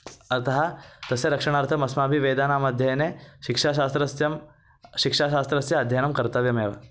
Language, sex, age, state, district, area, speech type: Sanskrit, male, 18-30, Maharashtra, Thane, urban, spontaneous